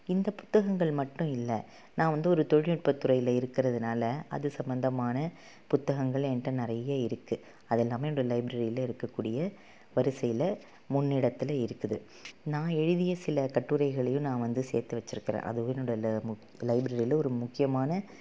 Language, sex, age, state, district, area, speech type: Tamil, female, 30-45, Tamil Nadu, Salem, urban, spontaneous